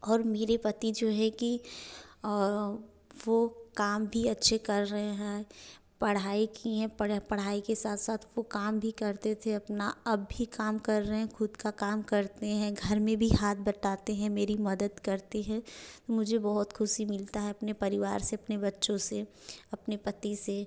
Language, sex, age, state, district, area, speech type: Hindi, female, 30-45, Uttar Pradesh, Varanasi, rural, spontaneous